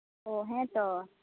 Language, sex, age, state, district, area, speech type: Santali, female, 45-60, West Bengal, Purulia, rural, conversation